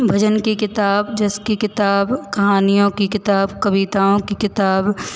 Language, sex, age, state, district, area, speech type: Hindi, female, 18-30, Madhya Pradesh, Hoshangabad, rural, spontaneous